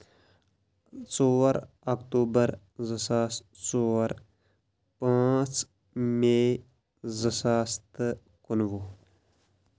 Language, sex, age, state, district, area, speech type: Kashmiri, male, 30-45, Jammu and Kashmir, Kulgam, rural, spontaneous